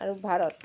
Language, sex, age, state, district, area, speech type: Assamese, female, 45-60, Assam, Dibrugarh, rural, spontaneous